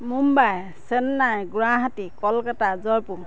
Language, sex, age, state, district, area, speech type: Assamese, female, 30-45, Assam, Dhemaji, rural, spontaneous